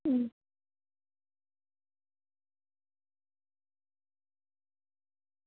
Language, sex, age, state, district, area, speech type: Gujarati, female, 18-30, Gujarat, Anand, urban, conversation